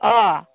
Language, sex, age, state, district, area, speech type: Bodo, female, 30-45, Assam, Baksa, rural, conversation